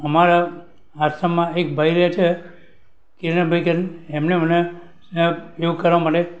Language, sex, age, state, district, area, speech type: Gujarati, male, 60+, Gujarat, Valsad, rural, spontaneous